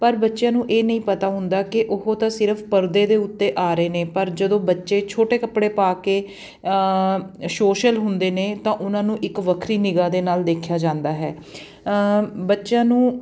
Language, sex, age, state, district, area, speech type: Punjabi, female, 30-45, Punjab, Patiala, urban, spontaneous